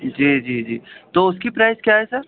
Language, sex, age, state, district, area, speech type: Urdu, male, 18-30, Delhi, East Delhi, urban, conversation